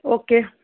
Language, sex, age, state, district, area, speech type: Gujarati, female, 30-45, Gujarat, Junagadh, urban, conversation